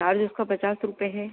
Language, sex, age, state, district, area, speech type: Hindi, female, 30-45, Madhya Pradesh, Ujjain, urban, conversation